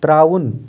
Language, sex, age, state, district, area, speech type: Kashmiri, male, 18-30, Jammu and Kashmir, Anantnag, rural, read